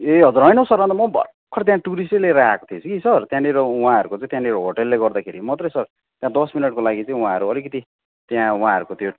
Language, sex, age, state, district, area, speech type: Nepali, male, 45-60, West Bengal, Darjeeling, rural, conversation